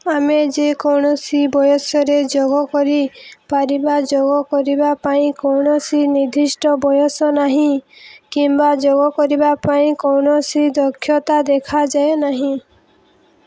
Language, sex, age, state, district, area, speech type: Odia, female, 18-30, Odisha, Subarnapur, urban, spontaneous